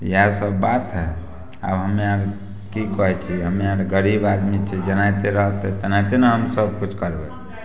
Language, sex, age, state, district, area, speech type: Maithili, male, 30-45, Bihar, Samastipur, rural, spontaneous